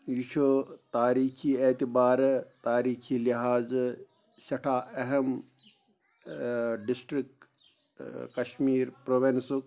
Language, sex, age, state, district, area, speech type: Kashmiri, male, 45-60, Jammu and Kashmir, Anantnag, rural, spontaneous